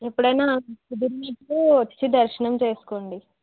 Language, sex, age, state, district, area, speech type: Telugu, female, 18-30, Andhra Pradesh, Anakapalli, urban, conversation